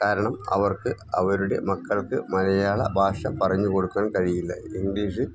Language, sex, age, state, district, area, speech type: Malayalam, male, 60+, Kerala, Wayanad, rural, spontaneous